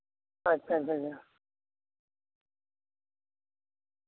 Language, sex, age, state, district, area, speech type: Santali, male, 30-45, West Bengal, Bankura, rural, conversation